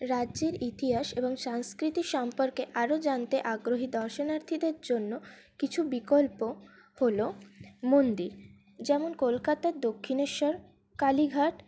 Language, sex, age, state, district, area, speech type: Bengali, female, 18-30, West Bengal, Paschim Bardhaman, urban, spontaneous